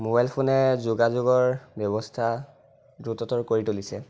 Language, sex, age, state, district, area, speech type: Assamese, male, 18-30, Assam, Sonitpur, rural, spontaneous